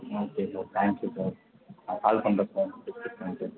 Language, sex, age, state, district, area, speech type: Tamil, male, 18-30, Tamil Nadu, Tiruvarur, rural, conversation